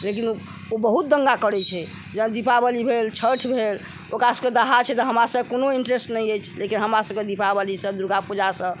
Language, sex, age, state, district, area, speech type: Maithili, female, 60+, Bihar, Sitamarhi, urban, spontaneous